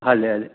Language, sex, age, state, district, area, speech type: Sindhi, male, 45-60, Maharashtra, Thane, urban, conversation